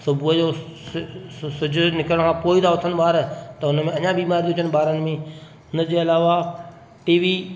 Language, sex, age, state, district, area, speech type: Sindhi, male, 30-45, Madhya Pradesh, Katni, urban, spontaneous